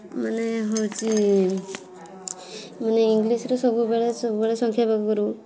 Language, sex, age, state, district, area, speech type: Odia, female, 18-30, Odisha, Mayurbhanj, rural, spontaneous